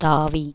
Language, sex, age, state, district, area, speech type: Tamil, female, 60+, Tamil Nadu, Ariyalur, rural, read